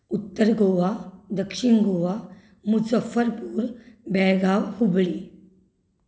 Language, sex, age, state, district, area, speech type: Goan Konkani, female, 30-45, Goa, Canacona, rural, spontaneous